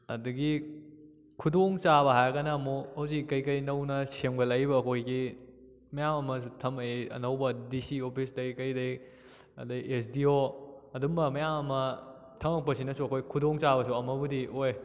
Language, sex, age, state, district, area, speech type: Manipuri, male, 18-30, Manipur, Kakching, rural, spontaneous